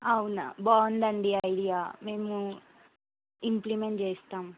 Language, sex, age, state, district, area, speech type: Telugu, female, 18-30, Telangana, Suryapet, urban, conversation